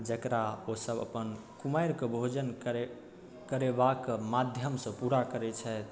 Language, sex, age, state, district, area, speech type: Maithili, male, 18-30, Bihar, Darbhanga, rural, spontaneous